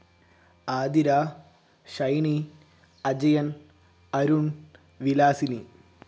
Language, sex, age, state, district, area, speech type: Malayalam, male, 18-30, Kerala, Kozhikode, urban, spontaneous